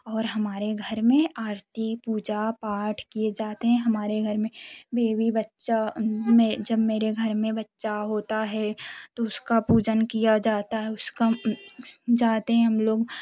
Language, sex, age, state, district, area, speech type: Hindi, female, 18-30, Uttar Pradesh, Jaunpur, urban, spontaneous